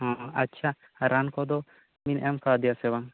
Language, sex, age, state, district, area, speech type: Santali, male, 18-30, West Bengal, Bankura, rural, conversation